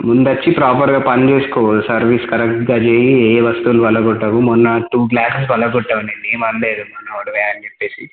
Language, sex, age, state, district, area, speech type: Telugu, male, 18-30, Telangana, Komaram Bheem, urban, conversation